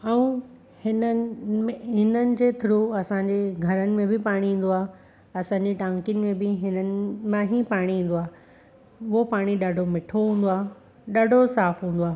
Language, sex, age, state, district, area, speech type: Sindhi, female, 30-45, Gujarat, Surat, urban, spontaneous